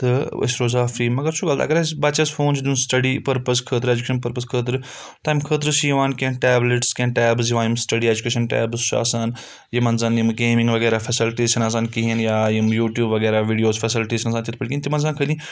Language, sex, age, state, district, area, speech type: Kashmiri, male, 18-30, Jammu and Kashmir, Budgam, rural, spontaneous